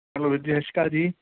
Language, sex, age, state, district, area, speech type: Punjabi, male, 30-45, Punjab, Mansa, urban, conversation